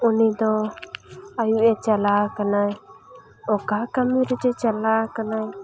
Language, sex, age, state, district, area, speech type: Santali, female, 18-30, West Bengal, Jhargram, rural, spontaneous